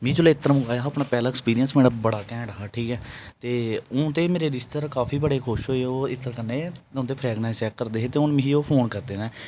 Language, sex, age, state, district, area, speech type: Dogri, male, 18-30, Jammu and Kashmir, Jammu, rural, spontaneous